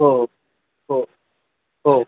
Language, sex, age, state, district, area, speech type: Marathi, male, 18-30, Maharashtra, Thane, urban, conversation